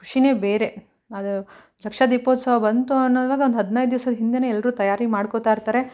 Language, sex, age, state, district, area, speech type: Kannada, female, 30-45, Karnataka, Mandya, rural, spontaneous